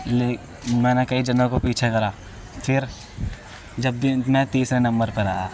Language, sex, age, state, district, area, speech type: Urdu, male, 18-30, Uttar Pradesh, Gautam Buddha Nagar, rural, spontaneous